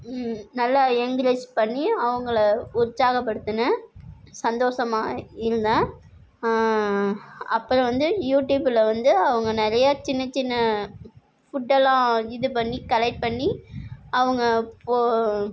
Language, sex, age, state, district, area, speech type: Tamil, female, 30-45, Tamil Nadu, Nagapattinam, rural, spontaneous